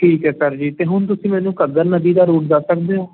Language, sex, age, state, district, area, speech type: Punjabi, male, 18-30, Punjab, Firozpur, urban, conversation